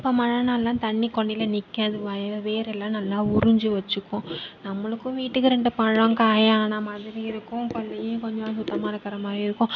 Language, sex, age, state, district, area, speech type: Tamil, female, 30-45, Tamil Nadu, Nagapattinam, rural, spontaneous